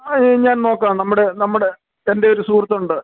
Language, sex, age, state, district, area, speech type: Malayalam, male, 60+, Kerala, Kottayam, rural, conversation